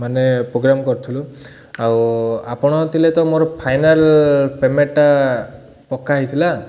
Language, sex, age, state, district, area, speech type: Odia, male, 30-45, Odisha, Ganjam, urban, spontaneous